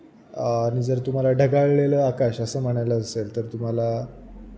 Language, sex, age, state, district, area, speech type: Marathi, male, 18-30, Maharashtra, Jalna, rural, spontaneous